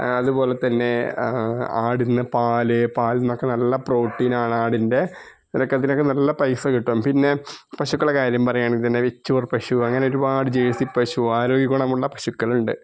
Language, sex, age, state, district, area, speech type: Malayalam, male, 45-60, Kerala, Malappuram, rural, spontaneous